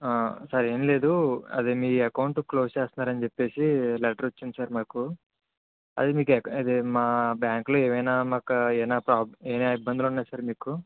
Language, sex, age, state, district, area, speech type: Telugu, male, 18-30, Andhra Pradesh, Kakinada, urban, conversation